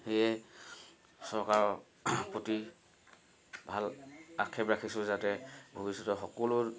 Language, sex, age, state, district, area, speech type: Assamese, male, 30-45, Assam, Sivasagar, rural, spontaneous